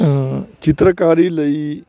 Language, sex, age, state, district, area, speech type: Punjabi, male, 45-60, Punjab, Faridkot, urban, spontaneous